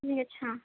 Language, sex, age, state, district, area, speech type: Urdu, female, 18-30, Telangana, Hyderabad, urban, conversation